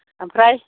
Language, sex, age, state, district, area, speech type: Bodo, female, 45-60, Assam, Chirang, rural, conversation